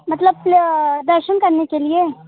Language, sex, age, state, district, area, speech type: Hindi, female, 18-30, Uttar Pradesh, Jaunpur, urban, conversation